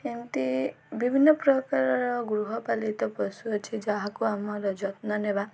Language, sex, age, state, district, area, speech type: Odia, female, 18-30, Odisha, Malkangiri, urban, spontaneous